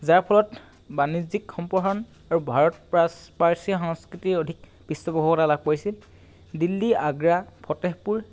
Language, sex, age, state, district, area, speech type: Assamese, male, 18-30, Assam, Tinsukia, urban, spontaneous